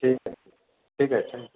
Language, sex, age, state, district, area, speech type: Hindi, male, 30-45, Bihar, Darbhanga, rural, conversation